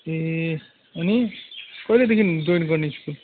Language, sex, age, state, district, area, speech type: Nepali, male, 45-60, West Bengal, Kalimpong, rural, conversation